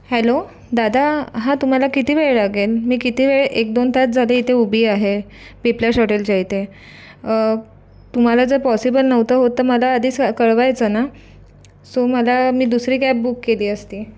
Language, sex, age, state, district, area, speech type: Marathi, female, 18-30, Maharashtra, Raigad, rural, spontaneous